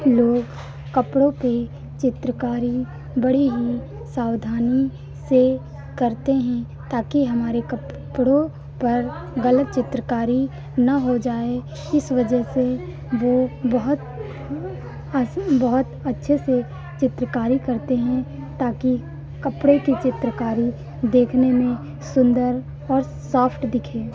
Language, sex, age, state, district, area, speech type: Hindi, female, 30-45, Uttar Pradesh, Lucknow, rural, spontaneous